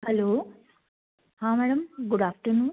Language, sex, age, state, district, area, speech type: Hindi, female, 45-60, Madhya Pradesh, Jabalpur, urban, conversation